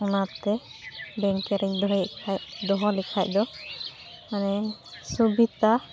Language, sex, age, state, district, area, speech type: Santali, female, 18-30, West Bengal, Malda, rural, spontaneous